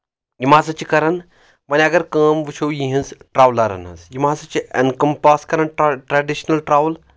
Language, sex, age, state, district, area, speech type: Kashmiri, male, 30-45, Jammu and Kashmir, Anantnag, rural, spontaneous